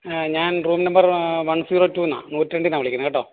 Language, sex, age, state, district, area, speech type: Malayalam, male, 30-45, Kerala, Alappuzha, rural, conversation